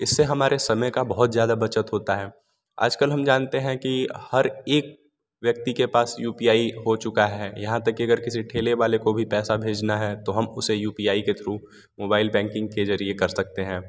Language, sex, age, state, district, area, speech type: Hindi, male, 18-30, Uttar Pradesh, Varanasi, rural, spontaneous